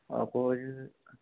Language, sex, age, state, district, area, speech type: Malayalam, male, 18-30, Kerala, Palakkad, rural, conversation